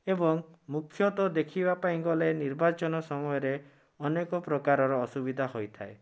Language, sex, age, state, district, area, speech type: Odia, male, 18-30, Odisha, Bhadrak, rural, spontaneous